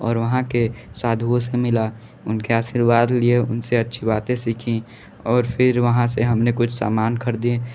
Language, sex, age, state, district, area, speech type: Hindi, male, 30-45, Uttar Pradesh, Sonbhadra, rural, spontaneous